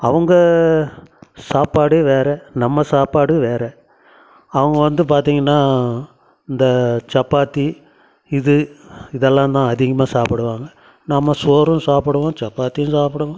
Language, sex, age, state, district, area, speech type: Tamil, male, 60+, Tamil Nadu, Krishnagiri, rural, spontaneous